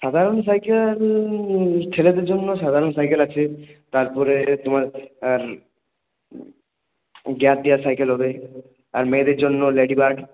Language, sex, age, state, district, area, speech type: Bengali, male, 18-30, West Bengal, Purulia, urban, conversation